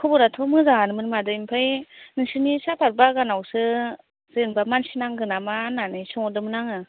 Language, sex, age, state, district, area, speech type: Bodo, female, 18-30, Assam, Baksa, rural, conversation